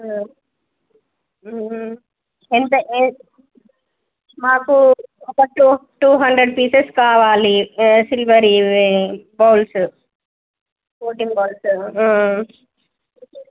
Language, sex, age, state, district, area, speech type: Telugu, female, 30-45, Telangana, Jangaon, rural, conversation